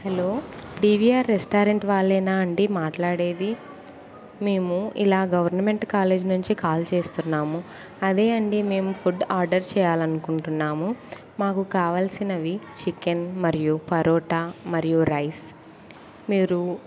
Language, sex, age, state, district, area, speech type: Telugu, female, 18-30, Andhra Pradesh, Kurnool, rural, spontaneous